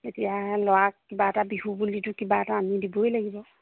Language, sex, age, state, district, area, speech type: Assamese, female, 30-45, Assam, Charaideo, rural, conversation